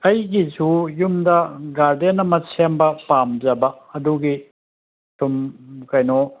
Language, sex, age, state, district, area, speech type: Manipuri, male, 45-60, Manipur, Kangpokpi, urban, conversation